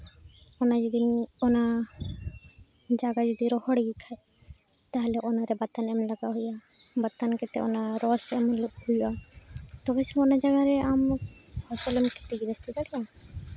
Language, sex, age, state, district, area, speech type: Santali, female, 18-30, West Bengal, Uttar Dinajpur, rural, spontaneous